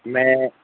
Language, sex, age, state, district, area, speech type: Urdu, male, 60+, Bihar, Madhubani, urban, conversation